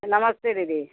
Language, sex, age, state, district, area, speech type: Hindi, female, 60+, Uttar Pradesh, Jaunpur, rural, conversation